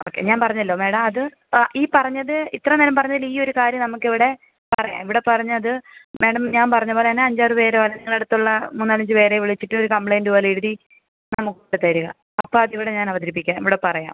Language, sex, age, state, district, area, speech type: Malayalam, female, 18-30, Kerala, Kottayam, rural, conversation